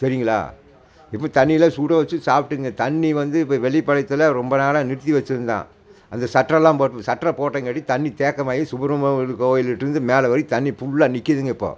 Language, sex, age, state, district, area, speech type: Tamil, male, 45-60, Tamil Nadu, Coimbatore, rural, spontaneous